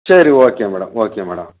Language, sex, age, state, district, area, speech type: Tamil, male, 45-60, Tamil Nadu, Perambalur, urban, conversation